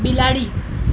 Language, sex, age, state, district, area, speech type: Gujarati, female, 30-45, Gujarat, Ahmedabad, urban, read